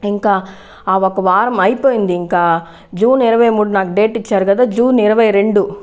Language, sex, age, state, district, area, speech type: Telugu, female, 30-45, Andhra Pradesh, Sri Balaji, urban, spontaneous